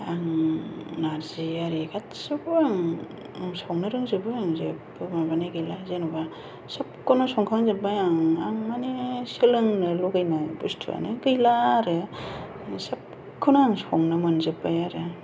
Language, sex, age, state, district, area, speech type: Bodo, female, 45-60, Assam, Kokrajhar, urban, spontaneous